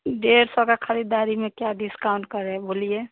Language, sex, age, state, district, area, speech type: Hindi, female, 18-30, Bihar, Samastipur, urban, conversation